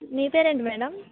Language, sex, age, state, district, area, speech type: Telugu, female, 18-30, Telangana, Khammam, urban, conversation